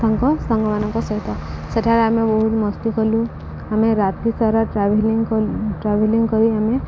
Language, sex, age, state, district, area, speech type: Odia, female, 18-30, Odisha, Subarnapur, urban, spontaneous